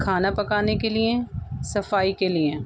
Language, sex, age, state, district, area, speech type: Urdu, female, 45-60, Delhi, North East Delhi, urban, spontaneous